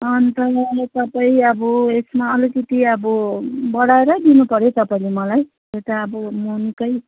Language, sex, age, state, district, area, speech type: Nepali, female, 30-45, West Bengal, Darjeeling, rural, conversation